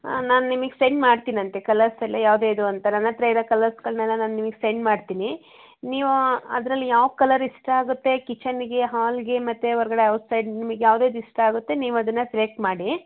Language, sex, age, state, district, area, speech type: Kannada, female, 45-60, Karnataka, Hassan, urban, conversation